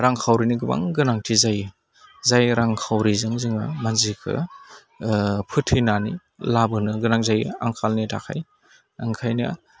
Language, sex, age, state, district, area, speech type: Bodo, male, 30-45, Assam, Udalguri, rural, spontaneous